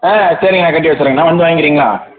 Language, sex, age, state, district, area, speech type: Tamil, male, 18-30, Tamil Nadu, Namakkal, rural, conversation